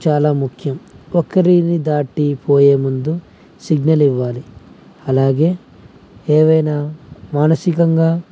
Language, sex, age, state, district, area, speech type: Telugu, male, 18-30, Andhra Pradesh, Nandyal, urban, spontaneous